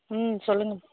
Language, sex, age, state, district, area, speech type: Tamil, female, 45-60, Tamil Nadu, Sivaganga, urban, conversation